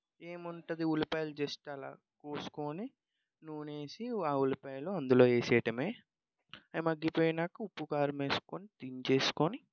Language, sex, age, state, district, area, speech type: Telugu, male, 45-60, Andhra Pradesh, West Godavari, rural, spontaneous